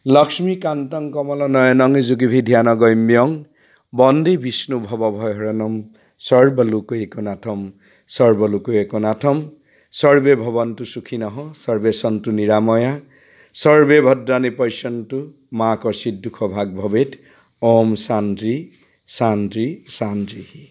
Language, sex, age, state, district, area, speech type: Assamese, male, 45-60, Assam, Golaghat, urban, spontaneous